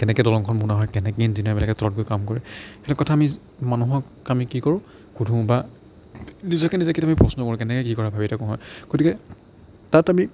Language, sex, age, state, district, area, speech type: Assamese, male, 45-60, Assam, Morigaon, rural, spontaneous